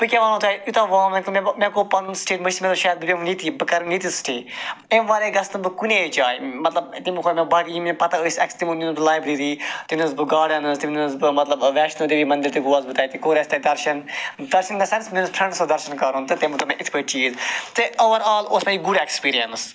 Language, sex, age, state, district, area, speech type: Kashmiri, male, 45-60, Jammu and Kashmir, Srinagar, rural, spontaneous